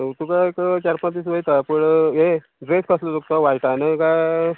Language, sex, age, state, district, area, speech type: Goan Konkani, male, 45-60, Goa, Quepem, rural, conversation